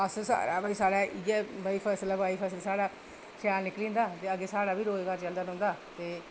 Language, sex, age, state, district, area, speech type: Dogri, female, 45-60, Jammu and Kashmir, Reasi, rural, spontaneous